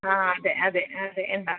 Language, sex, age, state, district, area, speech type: Malayalam, female, 30-45, Kerala, Kasaragod, rural, conversation